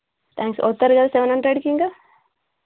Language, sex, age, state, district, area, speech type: Telugu, female, 30-45, Telangana, Warangal, rural, conversation